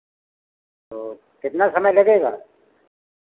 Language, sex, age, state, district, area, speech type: Hindi, male, 60+, Uttar Pradesh, Lucknow, urban, conversation